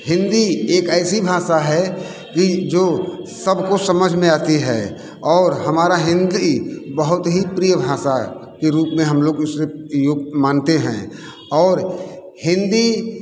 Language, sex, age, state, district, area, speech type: Hindi, male, 60+, Uttar Pradesh, Mirzapur, urban, spontaneous